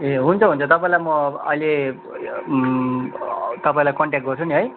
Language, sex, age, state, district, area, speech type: Nepali, male, 30-45, West Bengal, Jalpaiguri, urban, conversation